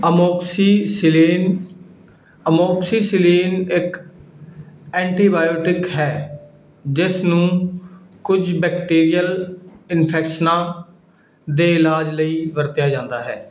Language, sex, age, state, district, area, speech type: Punjabi, male, 18-30, Punjab, Fazilka, rural, read